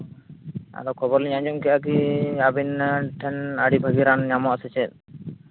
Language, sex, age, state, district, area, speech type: Santali, male, 18-30, Jharkhand, Seraikela Kharsawan, rural, conversation